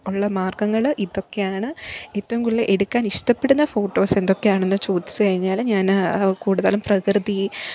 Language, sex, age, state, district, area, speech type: Malayalam, female, 18-30, Kerala, Pathanamthitta, rural, spontaneous